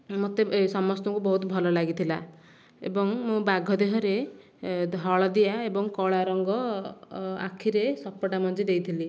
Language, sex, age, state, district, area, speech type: Odia, female, 18-30, Odisha, Nayagarh, rural, spontaneous